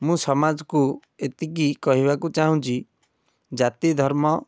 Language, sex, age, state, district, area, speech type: Odia, male, 18-30, Odisha, Cuttack, urban, spontaneous